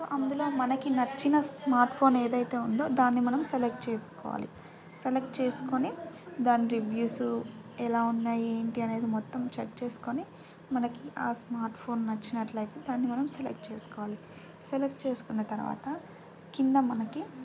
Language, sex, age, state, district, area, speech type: Telugu, female, 18-30, Telangana, Bhadradri Kothagudem, rural, spontaneous